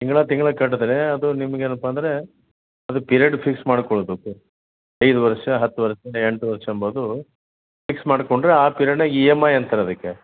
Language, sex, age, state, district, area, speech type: Kannada, male, 60+, Karnataka, Gulbarga, urban, conversation